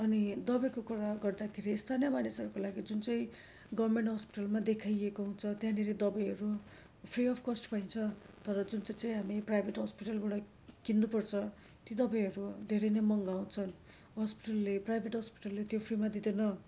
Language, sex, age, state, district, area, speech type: Nepali, female, 45-60, West Bengal, Darjeeling, rural, spontaneous